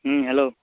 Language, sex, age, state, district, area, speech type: Santali, male, 18-30, West Bengal, Birbhum, rural, conversation